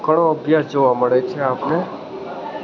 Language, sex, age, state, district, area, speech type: Gujarati, male, 18-30, Gujarat, Junagadh, urban, spontaneous